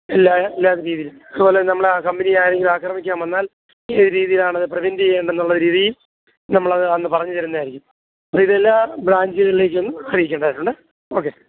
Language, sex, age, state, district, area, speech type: Malayalam, male, 45-60, Kerala, Alappuzha, rural, conversation